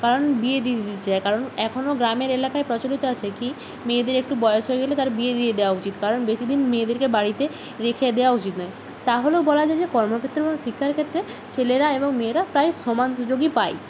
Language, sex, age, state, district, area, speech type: Bengali, female, 18-30, West Bengal, Purba Medinipur, rural, spontaneous